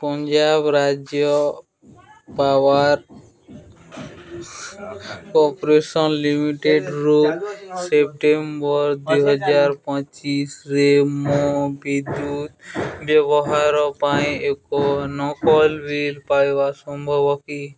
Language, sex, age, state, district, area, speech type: Odia, male, 18-30, Odisha, Nuapada, urban, read